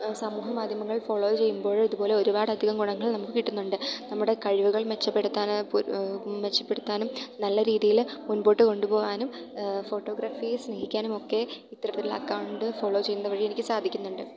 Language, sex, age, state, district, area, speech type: Malayalam, female, 18-30, Kerala, Idukki, rural, spontaneous